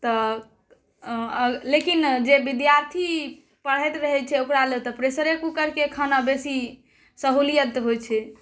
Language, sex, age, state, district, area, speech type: Maithili, female, 18-30, Bihar, Saharsa, rural, spontaneous